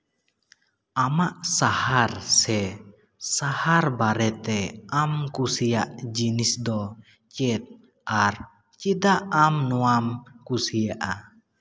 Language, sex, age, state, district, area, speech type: Santali, male, 18-30, West Bengal, Jhargram, rural, spontaneous